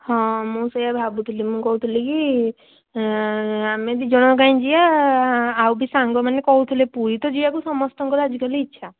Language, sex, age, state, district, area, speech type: Odia, female, 18-30, Odisha, Puri, urban, conversation